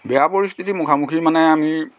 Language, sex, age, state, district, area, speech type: Assamese, male, 45-60, Assam, Dhemaji, rural, spontaneous